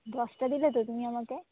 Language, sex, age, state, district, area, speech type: Bengali, female, 60+, West Bengal, Howrah, urban, conversation